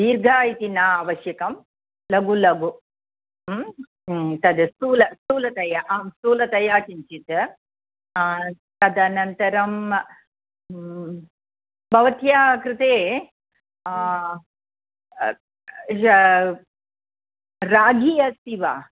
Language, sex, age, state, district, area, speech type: Sanskrit, female, 60+, Tamil Nadu, Chennai, urban, conversation